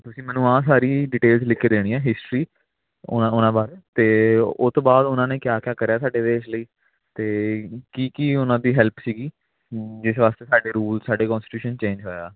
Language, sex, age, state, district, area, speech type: Punjabi, male, 18-30, Punjab, Hoshiarpur, urban, conversation